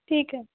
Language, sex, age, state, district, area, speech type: Marathi, female, 18-30, Maharashtra, Akola, rural, conversation